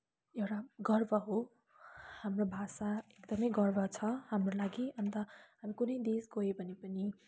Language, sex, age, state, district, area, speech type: Nepali, female, 18-30, West Bengal, Kalimpong, rural, spontaneous